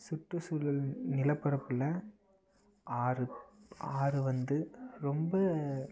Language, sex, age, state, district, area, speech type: Tamil, male, 18-30, Tamil Nadu, Namakkal, rural, spontaneous